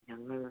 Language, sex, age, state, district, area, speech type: Malayalam, male, 18-30, Kerala, Idukki, rural, conversation